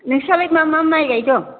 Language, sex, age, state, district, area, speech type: Bodo, female, 60+, Assam, Chirang, urban, conversation